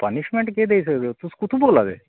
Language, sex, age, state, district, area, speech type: Dogri, male, 45-60, Jammu and Kashmir, Kathua, urban, conversation